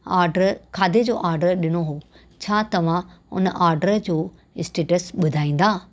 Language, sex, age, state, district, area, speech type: Sindhi, female, 45-60, Maharashtra, Mumbai Suburban, urban, spontaneous